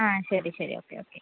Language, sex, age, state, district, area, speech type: Malayalam, female, 30-45, Kerala, Thiruvananthapuram, urban, conversation